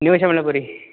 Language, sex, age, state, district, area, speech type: Punjabi, male, 18-30, Punjab, Ludhiana, urban, conversation